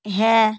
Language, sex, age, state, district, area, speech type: Bengali, female, 45-60, West Bengal, South 24 Parganas, rural, read